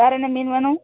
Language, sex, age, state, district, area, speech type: Tamil, female, 18-30, Tamil Nadu, Thoothukudi, rural, conversation